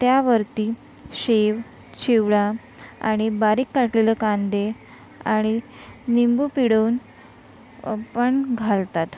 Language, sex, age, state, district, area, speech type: Marathi, female, 18-30, Maharashtra, Nagpur, urban, spontaneous